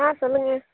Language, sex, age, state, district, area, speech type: Tamil, female, 18-30, Tamil Nadu, Nagapattinam, urban, conversation